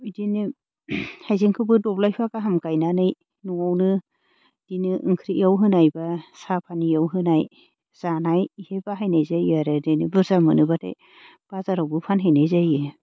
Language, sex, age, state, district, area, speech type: Bodo, female, 30-45, Assam, Baksa, rural, spontaneous